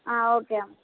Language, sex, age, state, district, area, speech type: Telugu, female, 30-45, Andhra Pradesh, Palnadu, urban, conversation